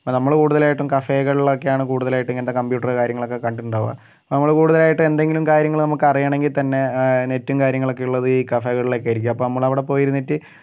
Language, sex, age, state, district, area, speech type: Malayalam, male, 60+, Kerala, Kozhikode, urban, spontaneous